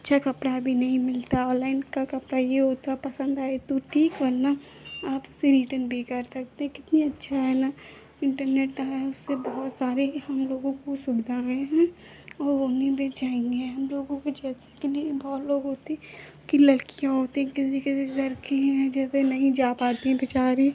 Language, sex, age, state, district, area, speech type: Hindi, female, 30-45, Uttar Pradesh, Lucknow, rural, spontaneous